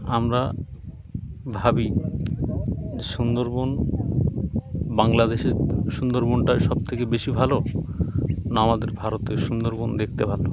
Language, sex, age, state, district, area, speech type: Bengali, male, 30-45, West Bengal, Birbhum, urban, spontaneous